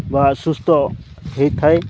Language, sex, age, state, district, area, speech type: Odia, male, 45-60, Odisha, Nabarangpur, rural, spontaneous